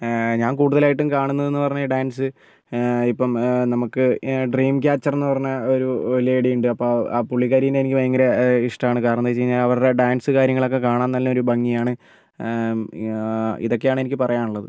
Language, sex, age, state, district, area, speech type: Malayalam, male, 30-45, Kerala, Wayanad, rural, spontaneous